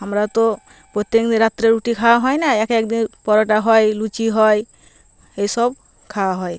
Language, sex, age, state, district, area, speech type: Bengali, female, 45-60, West Bengal, Nadia, rural, spontaneous